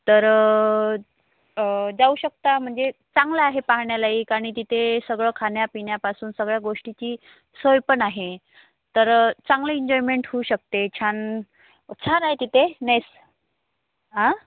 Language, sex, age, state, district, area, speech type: Marathi, female, 30-45, Maharashtra, Wardha, rural, conversation